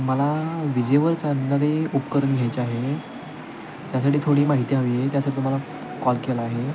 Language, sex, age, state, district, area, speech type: Marathi, male, 18-30, Maharashtra, Sangli, urban, spontaneous